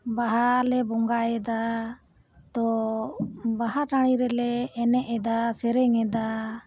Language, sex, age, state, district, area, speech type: Santali, female, 60+, Jharkhand, Bokaro, rural, spontaneous